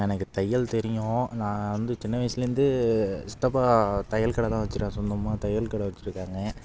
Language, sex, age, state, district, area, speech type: Tamil, male, 18-30, Tamil Nadu, Thanjavur, rural, spontaneous